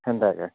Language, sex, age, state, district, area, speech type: Odia, male, 45-60, Odisha, Nuapada, urban, conversation